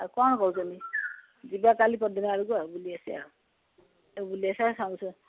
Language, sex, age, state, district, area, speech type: Odia, female, 60+, Odisha, Jagatsinghpur, rural, conversation